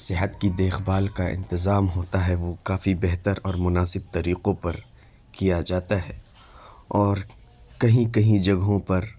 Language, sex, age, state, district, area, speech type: Urdu, male, 30-45, Uttar Pradesh, Lucknow, urban, spontaneous